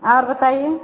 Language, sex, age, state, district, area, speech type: Hindi, female, 45-60, Uttar Pradesh, Mau, urban, conversation